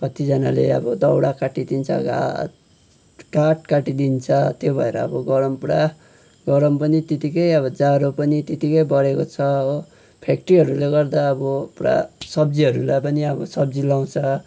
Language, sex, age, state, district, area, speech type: Nepali, male, 30-45, West Bengal, Kalimpong, rural, spontaneous